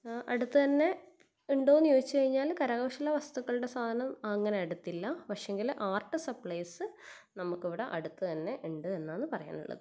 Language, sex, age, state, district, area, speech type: Malayalam, female, 18-30, Kerala, Kannur, rural, spontaneous